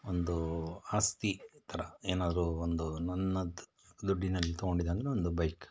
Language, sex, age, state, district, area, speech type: Kannada, male, 60+, Karnataka, Bangalore Rural, rural, spontaneous